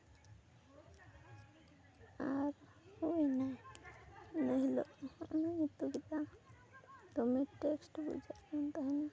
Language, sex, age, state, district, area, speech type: Santali, female, 18-30, West Bengal, Purulia, rural, spontaneous